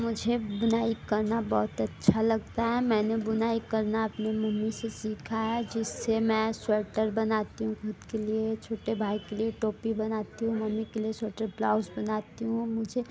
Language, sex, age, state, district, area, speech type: Hindi, female, 18-30, Uttar Pradesh, Mirzapur, urban, spontaneous